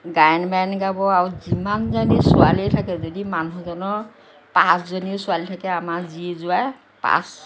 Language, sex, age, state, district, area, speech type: Assamese, female, 60+, Assam, Lakhimpur, rural, spontaneous